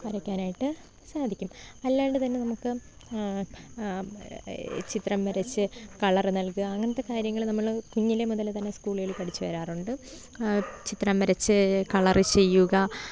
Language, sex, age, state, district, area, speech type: Malayalam, female, 18-30, Kerala, Thiruvananthapuram, rural, spontaneous